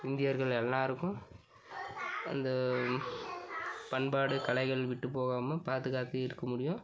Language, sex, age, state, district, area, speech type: Tamil, male, 18-30, Tamil Nadu, Dharmapuri, urban, spontaneous